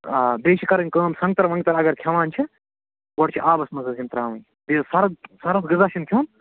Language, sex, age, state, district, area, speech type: Kashmiri, male, 45-60, Jammu and Kashmir, Budgam, urban, conversation